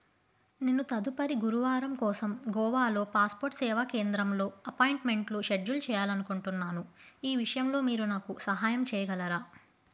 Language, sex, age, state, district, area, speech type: Telugu, female, 30-45, Andhra Pradesh, Krishna, urban, read